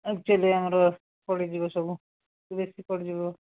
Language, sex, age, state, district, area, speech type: Odia, female, 45-60, Odisha, Rayagada, rural, conversation